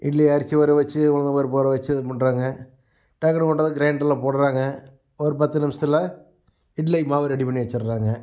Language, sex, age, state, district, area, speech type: Tamil, male, 45-60, Tamil Nadu, Namakkal, rural, spontaneous